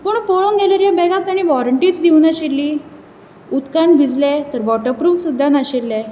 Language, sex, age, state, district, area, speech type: Goan Konkani, female, 18-30, Goa, Bardez, urban, spontaneous